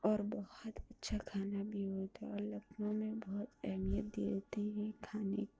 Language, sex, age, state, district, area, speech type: Urdu, female, 60+, Uttar Pradesh, Lucknow, urban, spontaneous